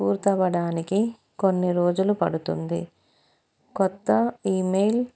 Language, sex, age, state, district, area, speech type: Telugu, female, 30-45, Andhra Pradesh, Anantapur, urban, spontaneous